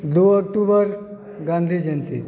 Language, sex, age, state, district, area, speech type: Maithili, male, 30-45, Bihar, Supaul, rural, spontaneous